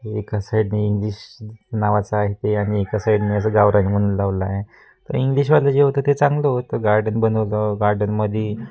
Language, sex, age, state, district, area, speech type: Marathi, male, 18-30, Maharashtra, Wardha, rural, spontaneous